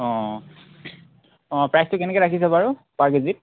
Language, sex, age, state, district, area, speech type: Assamese, male, 18-30, Assam, Tinsukia, urban, conversation